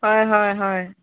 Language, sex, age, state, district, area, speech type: Assamese, female, 30-45, Assam, Jorhat, urban, conversation